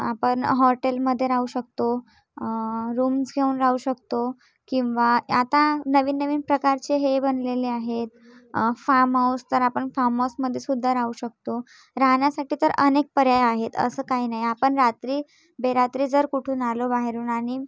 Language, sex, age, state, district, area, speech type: Marathi, female, 30-45, Maharashtra, Nagpur, urban, spontaneous